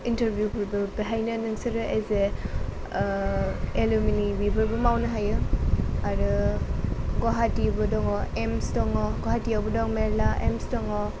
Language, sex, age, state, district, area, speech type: Bodo, female, 18-30, Assam, Kokrajhar, rural, spontaneous